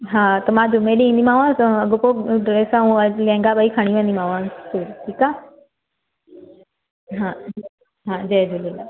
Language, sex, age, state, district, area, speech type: Sindhi, female, 30-45, Gujarat, Surat, urban, conversation